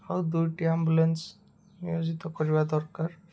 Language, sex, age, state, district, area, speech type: Odia, male, 18-30, Odisha, Ganjam, urban, spontaneous